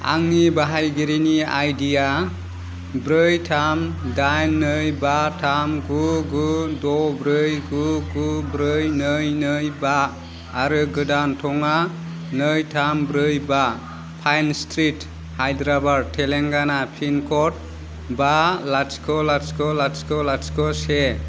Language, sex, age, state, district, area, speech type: Bodo, male, 30-45, Assam, Kokrajhar, rural, read